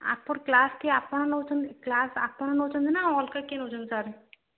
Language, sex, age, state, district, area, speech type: Odia, female, 60+, Odisha, Jharsuguda, rural, conversation